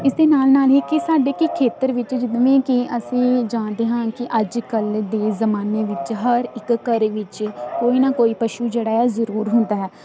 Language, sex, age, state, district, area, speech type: Punjabi, female, 18-30, Punjab, Hoshiarpur, rural, spontaneous